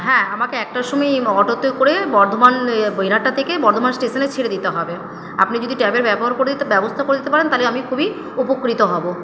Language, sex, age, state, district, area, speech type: Bengali, female, 30-45, West Bengal, Purba Bardhaman, urban, spontaneous